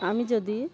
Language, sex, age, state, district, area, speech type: Bengali, female, 45-60, West Bengal, Uttar Dinajpur, urban, spontaneous